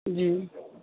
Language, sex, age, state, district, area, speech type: Urdu, male, 18-30, Bihar, Purnia, rural, conversation